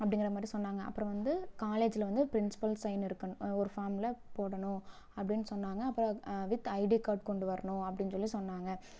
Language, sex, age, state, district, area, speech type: Tamil, female, 18-30, Tamil Nadu, Erode, rural, spontaneous